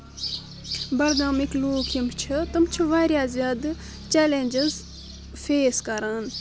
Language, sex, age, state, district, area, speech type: Kashmiri, female, 18-30, Jammu and Kashmir, Budgam, rural, spontaneous